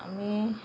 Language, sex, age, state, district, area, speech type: Assamese, female, 45-60, Assam, Kamrup Metropolitan, urban, spontaneous